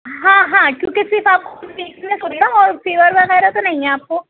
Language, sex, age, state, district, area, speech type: Urdu, female, 18-30, Delhi, Central Delhi, urban, conversation